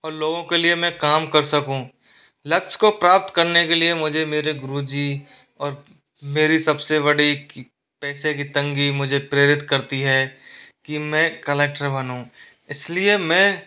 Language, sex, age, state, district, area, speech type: Hindi, male, 45-60, Rajasthan, Jaipur, urban, spontaneous